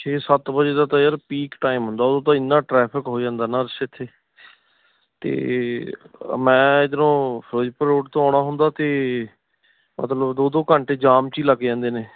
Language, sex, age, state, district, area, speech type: Punjabi, male, 30-45, Punjab, Ludhiana, rural, conversation